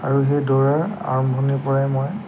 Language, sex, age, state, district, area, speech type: Assamese, male, 18-30, Assam, Lakhimpur, urban, spontaneous